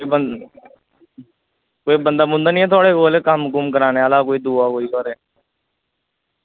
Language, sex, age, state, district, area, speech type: Dogri, male, 18-30, Jammu and Kashmir, Jammu, rural, conversation